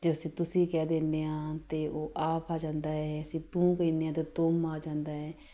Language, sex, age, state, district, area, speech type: Punjabi, female, 30-45, Punjab, Tarn Taran, urban, spontaneous